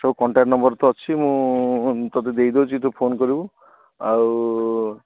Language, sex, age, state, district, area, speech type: Odia, male, 45-60, Odisha, Nayagarh, rural, conversation